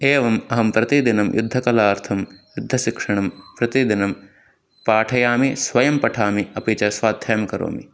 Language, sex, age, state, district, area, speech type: Sanskrit, male, 18-30, Tamil Nadu, Tiruvallur, rural, spontaneous